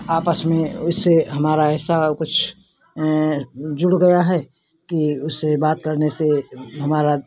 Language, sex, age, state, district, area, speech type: Hindi, female, 60+, Uttar Pradesh, Hardoi, rural, spontaneous